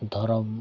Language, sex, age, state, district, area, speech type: Santali, male, 45-60, Jharkhand, Bokaro, rural, spontaneous